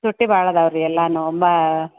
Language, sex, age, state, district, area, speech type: Kannada, female, 45-60, Karnataka, Dharwad, rural, conversation